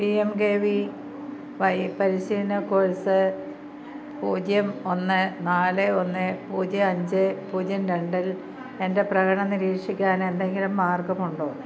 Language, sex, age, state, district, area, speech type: Malayalam, female, 60+, Kerala, Kollam, rural, read